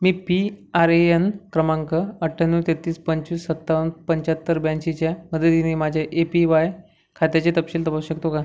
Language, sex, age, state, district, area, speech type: Marathi, male, 30-45, Maharashtra, Akola, urban, read